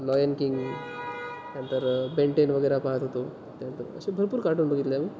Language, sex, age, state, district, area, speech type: Marathi, male, 18-30, Maharashtra, Wardha, urban, spontaneous